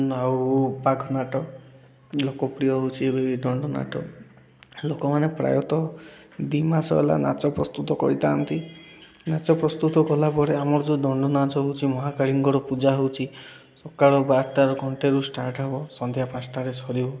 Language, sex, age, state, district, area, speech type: Odia, male, 18-30, Odisha, Koraput, urban, spontaneous